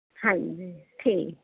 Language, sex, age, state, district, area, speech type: Punjabi, female, 30-45, Punjab, Mohali, urban, conversation